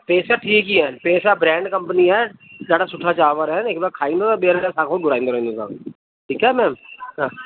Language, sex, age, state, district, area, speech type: Sindhi, male, 45-60, Delhi, South Delhi, urban, conversation